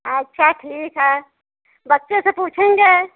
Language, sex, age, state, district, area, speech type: Hindi, female, 45-60, Uttar Pradesh, Ayodhya, rural, conversation